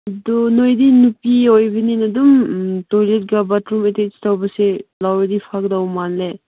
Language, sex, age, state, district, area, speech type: Manipuri, female, 18-30, Manipur, Kangpokpi, rural, conversation